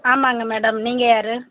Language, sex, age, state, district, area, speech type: Tamil, female, 45-60, Tamil Nadu, Perambalur, rural, conversation